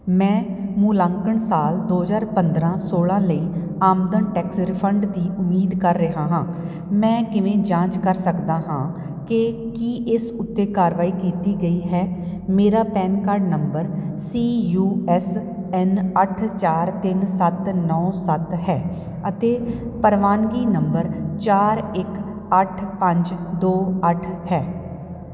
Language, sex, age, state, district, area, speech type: Punjabi, female, 45-60, Punjab, Jalandhar, urban, read